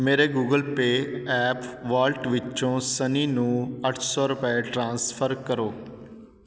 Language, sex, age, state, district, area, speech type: Punjabi, male, 30-45, Punjab, Patiala, urban, read